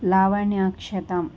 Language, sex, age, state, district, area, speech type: Kannada, female, 18-30, Karnataka, Tumkur, rural, spontaneous